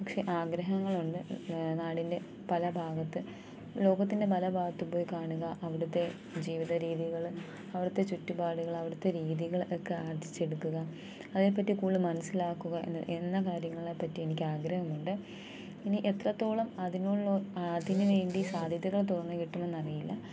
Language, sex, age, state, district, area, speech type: Malayalam, female, 18-30, Kerala, Thiruvananthapuram, rural, spontaneous